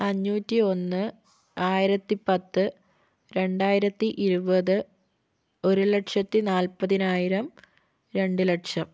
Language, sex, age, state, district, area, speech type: Malayalam, female, 18-30, Kerala, Kozhikode, urban, spontaneous